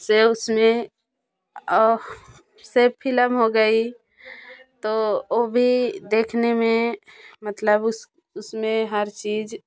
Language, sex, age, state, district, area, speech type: Hindi, female, 30-45, Uttar Pradesh, Jaunpur, rural, spontaneous